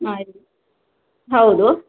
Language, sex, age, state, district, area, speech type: Kannada, female, 30-45, Karnataka, Kolar, rural, conversation